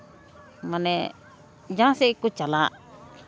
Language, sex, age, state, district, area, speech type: Santali, female, 45-60, West Bengal, Uttar Dinajpur, rural, spontaneous